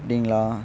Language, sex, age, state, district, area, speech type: Tamil, male, 18-30, Tamil Nadu, Coimbatore, rural, spontaneous